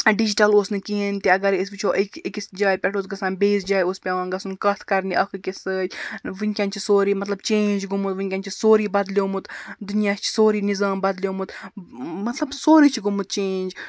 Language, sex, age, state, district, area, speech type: Kashmiri, female, 45-60, Jammu and Kashmir, Baramulla, rural, spontaneous